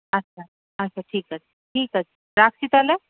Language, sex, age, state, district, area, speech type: Bengali, female, 30-45, West Bengal, Paschim Bardhaman, rural, conversation